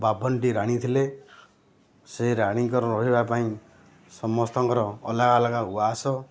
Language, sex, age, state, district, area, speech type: Odia, male, 45-60, Odisha, Ganjam, urban, spontaneous